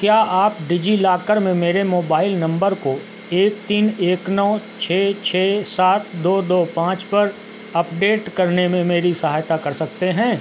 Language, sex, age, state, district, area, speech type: Hindi, male, 45-60, Uttar Pradesh, Sitapur, rural, read